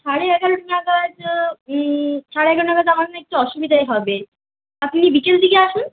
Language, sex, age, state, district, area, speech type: Bengali, female, 30-45, West Bengal, Purulia, rural, conversation